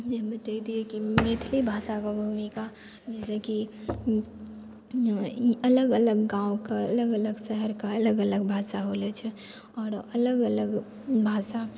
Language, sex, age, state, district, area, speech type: Maithili, female, 18-30, Bihar, Purnia, rural, spontaneous